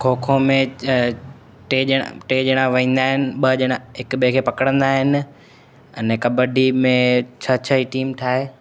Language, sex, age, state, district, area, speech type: Sindhi, male, 18-30, Gujarat, Kutch, rural, spontaneous